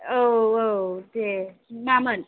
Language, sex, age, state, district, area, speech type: Bodo, female, 30-45, Assam, Kokrajhar, rural, conversation